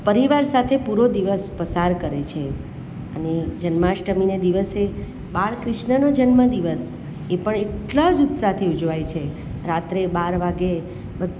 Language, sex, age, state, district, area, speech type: Gujarati, female, 45-60, Gujarat, Surat, urban, spontaneous